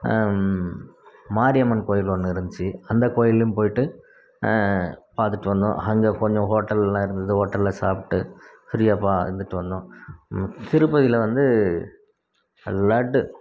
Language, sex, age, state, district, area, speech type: Tamil, male, 45-60, Tamil Nadu, Krishnagiri, rural, spontaneous